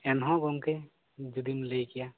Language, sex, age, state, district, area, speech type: Santali, male, 18-30, West Bengal, Bankura, rural, conversation